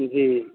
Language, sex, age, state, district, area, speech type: Maithili, male, 60+, Bihar, Samastipur, rural, conversation